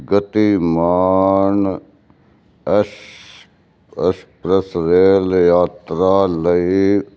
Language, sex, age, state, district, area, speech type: Punjabi, male, 60+, Punjab, Fazilka, rural, read